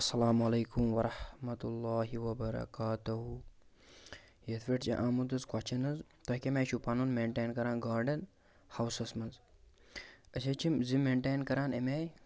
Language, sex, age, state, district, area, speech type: Kashmiri, male, 18-30, Jammu and Kashmir, Bandipora, rural, spontaneous